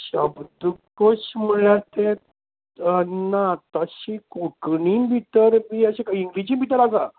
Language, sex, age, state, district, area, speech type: Goan Konkani, male, 60+, Goa, Canacona, rural, conversation